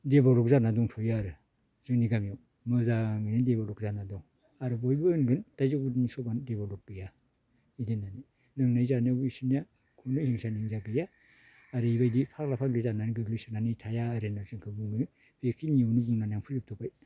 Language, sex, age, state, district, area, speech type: Bodo, male, 60+, Assam, Baksa, rural, spontaneous